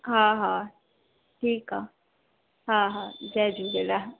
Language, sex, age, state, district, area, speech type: Sindhi, female, 18-30, Madhya Pradesh, Katni, urban, conversation